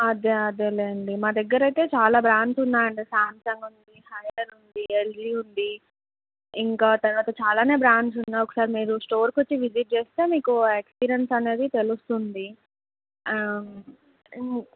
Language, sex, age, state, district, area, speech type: Telugu, female, 18-30, Andhra Pradesh, Alluri Sitarama Raju, rural, conversation